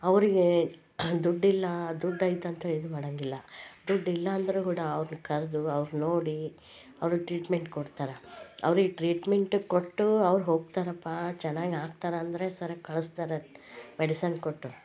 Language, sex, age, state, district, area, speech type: Kannada, female, 45-60, Karnataka, Koppal, rural, spontaneous